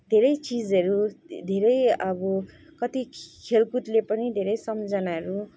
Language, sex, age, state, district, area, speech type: Nepali, female, 30-45, West Bengal, Kalimpong, rural, spontaneous